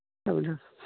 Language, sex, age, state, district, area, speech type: Manipuri, female, 60+, Manipur, Imphal East, rural, conversation